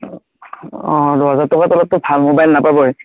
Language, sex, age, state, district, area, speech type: Assamese, male, 30-45, Assam, Darrang, rural, conversation